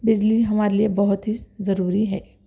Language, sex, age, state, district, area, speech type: Urdu, male, 30-45, Telangana, Hyderabad, urban, spontaneous